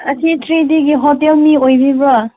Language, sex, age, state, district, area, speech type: Manipuri, female, 18-30, Manipur, Senapati, urban, conversation